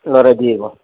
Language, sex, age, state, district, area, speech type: Assamese, male, 30-45, Assam, Nalbari, rural, conversation